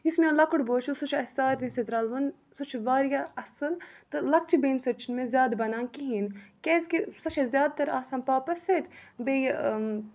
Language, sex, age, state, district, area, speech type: Kashmiri, female, 18-30, Jammu and Kashmir, Budgam, rural, spontaneous